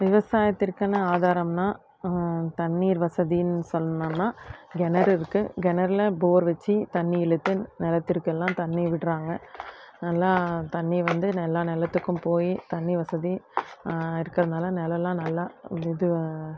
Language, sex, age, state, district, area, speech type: Tamil, female, 30-45, Tamil Nadu, Krishnagiri, rural, spontaneous